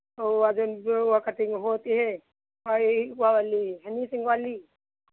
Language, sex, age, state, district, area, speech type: Hindi, female, 45-60, Uttar Pradesh, Hardoi, rural, conversation